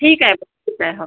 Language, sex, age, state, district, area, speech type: Marathi, female, 30-45, Maharashtra, Amravati, rural, conversation